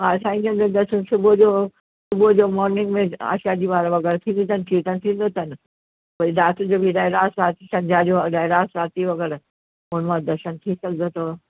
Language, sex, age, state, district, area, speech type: Sindhi, female, 60+, Uttar Pradesh, Lucknow, rural, conversation